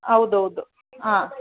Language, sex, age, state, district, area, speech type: Kannada, female, 18-30, Karnataka, Mandya, urban, conversation